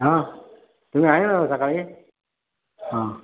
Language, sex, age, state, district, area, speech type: Marathi, male, 60+, Maharashtra, Satara, rural, conversation